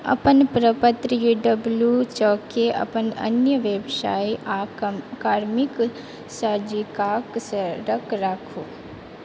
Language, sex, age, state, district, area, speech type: Maithili, female, 18-30, Bihar, Purnia, rural, read